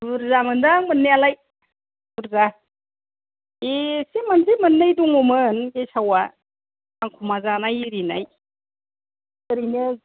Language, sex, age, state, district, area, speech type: Bodo, female, 60+, Assam, Kokrajhar, rural, conversation